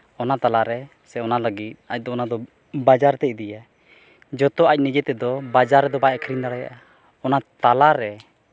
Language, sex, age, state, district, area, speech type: Santali, male, 30-45, Jharkhand, East Singhbhum, rural, spontaneous